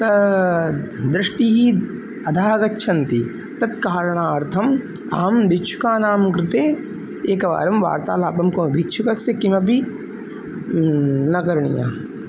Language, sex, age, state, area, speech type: Sanskrit, male, 18-30, Uttar Pradesh, urban, spontaneous